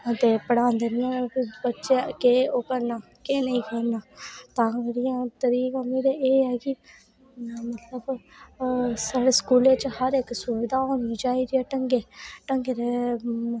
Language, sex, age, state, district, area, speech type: Dogri, female, 18-30, Jammu and Kashmir, Reasi, rural, spontaneous